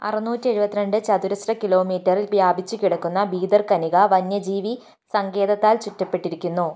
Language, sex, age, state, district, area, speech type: Malayalam, female, 30-45, Kerala, Wayanad, rural, read